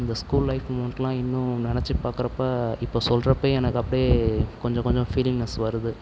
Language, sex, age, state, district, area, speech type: Tamil, male, 45-60, Tamil Nadu, Tiruvarur, urban, spontaneous